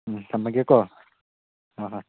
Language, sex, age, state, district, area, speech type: Manipuri, male, 18-30, Manipur, Chandel, rural, conversation